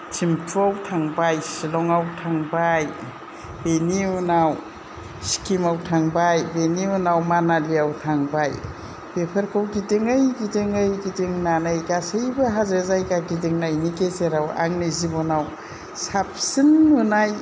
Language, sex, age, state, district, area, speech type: Bodo, female, 60+, Assam, Kokrajhar, rural, spontaneous